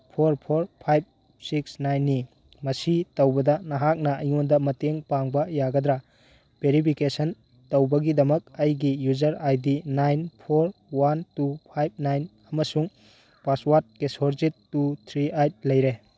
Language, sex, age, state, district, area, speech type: Manipuri, male, 18-30, Manipur, Churachandpur, rural, read